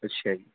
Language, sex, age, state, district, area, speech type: Punjabi, male, 18-30, Punjab, Kapurthala, rural, conversation